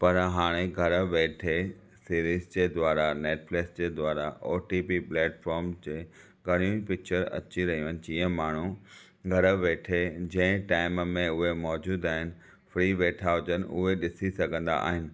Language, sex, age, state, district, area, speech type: Sindhi, male, 30-45, Maharashtra, Thane, urban, spontaneous